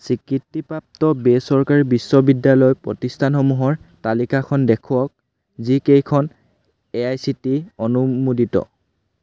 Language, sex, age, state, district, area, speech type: Assamese, male, 18-30, Assam, Sivasagar, rural, read